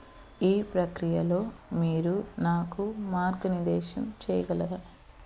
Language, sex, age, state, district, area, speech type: Telugu, female, 30-45, Andhra Pradesh, Eluru, urban, read